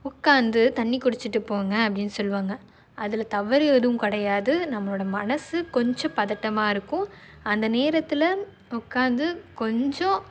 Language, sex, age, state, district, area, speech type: Tamil, female, 18-30, Tamil Nadu, Nagapattinam, rural, spontaneous